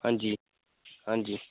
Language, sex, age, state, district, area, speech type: Dogri, male, 18-30, Jammu and Kashmir, Kathua, rural, conversation